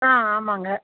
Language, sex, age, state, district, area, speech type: Tamil, female, 45-60, Tamil Nadu, Nilgiris, rural, conversation